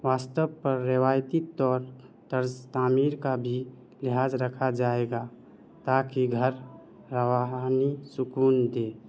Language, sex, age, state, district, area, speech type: Urdu, male, 18-30, Bihar, Madhubani, rural, spontaneous